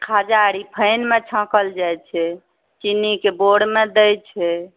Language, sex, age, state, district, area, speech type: Maithili, female, 30-45, Bihar, Saharsa, rural, conversation